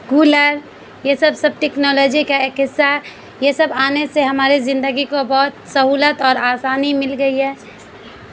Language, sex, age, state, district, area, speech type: Urdu, female, 30-45, Bihar, Supaul, rural, spontaneous